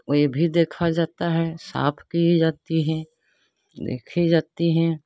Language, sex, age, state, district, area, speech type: Hindi, female, 60+, Uttar Pradesh, Lucknow, urban, spontaneous